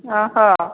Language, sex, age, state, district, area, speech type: Odia, female, 45-60, Odisha, Sambalpur, rural, conversation